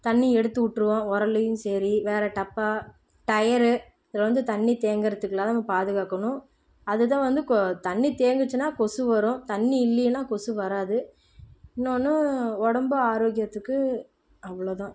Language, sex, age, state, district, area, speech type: Tamil, female, 18-30, Tamil Nadu, Namakkal, rural, spontaneous